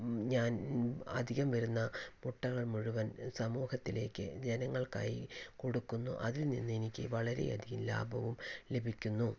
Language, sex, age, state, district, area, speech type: Malayalam, female, 45-60, Kerala, Palakkad, rural, spontaneous